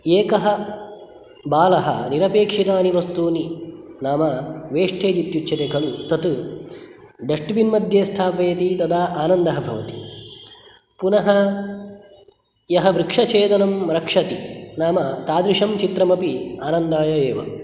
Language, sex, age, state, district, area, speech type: Sanskrit, male, 30-45, Karnataka, Udupi, urban, spontaneous